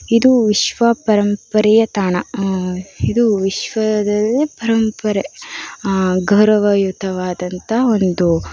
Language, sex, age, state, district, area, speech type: Kannada, female, 18-30, Karnataka, Davanagere, urban, spontaneous